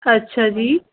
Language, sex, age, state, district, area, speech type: Punjabi, female, 30-45, Punjab, Muktsar, urban, conversation